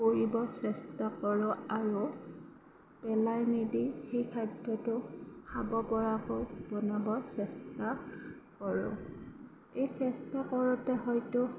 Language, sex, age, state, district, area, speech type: Assamese, female, 45-60, Assam, Darrang, rural, spontaneous